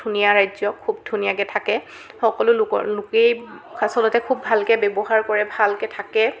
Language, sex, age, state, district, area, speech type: Assamese, female, 18-30, Assam, Jorhat, urban, spontaneous